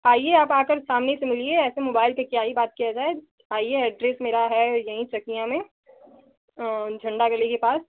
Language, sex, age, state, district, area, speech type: Hindi, female, 18-30, Uttar Pradesh, Chandauli, rural, conversation